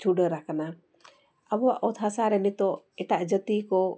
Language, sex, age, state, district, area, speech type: Santali, female, 45-60, Jharkhand, Bokaro, rural, spontaneous